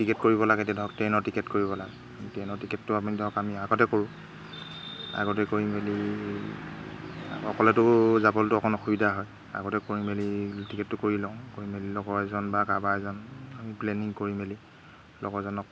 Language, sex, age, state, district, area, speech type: Assamese, male, 30-45, Assam, Golaghat, rural, spontaneous